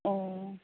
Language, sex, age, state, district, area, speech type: Bodo, female, 18-30, Assam, Baksa, rural, conversation